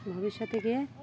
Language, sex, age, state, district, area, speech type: Bengali, female, 18-30, West Bengal, Uttar Dinajpur, urban, spontaneous